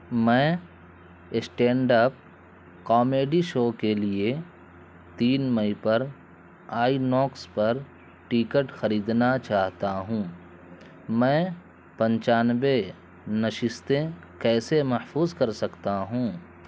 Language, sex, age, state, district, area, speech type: Urdu, male, 30-45, Bihar, Purnia, rural, read